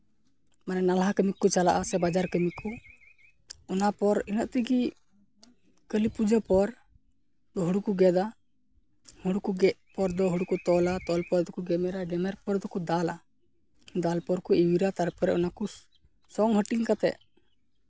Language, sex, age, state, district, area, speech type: Santali, male, 18-30, West Bengal, Malda, rural, spontaneous